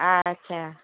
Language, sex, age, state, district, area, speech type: Bengali, female, 60+, West Bengal, Dakshin Dinajpur, rural, conversation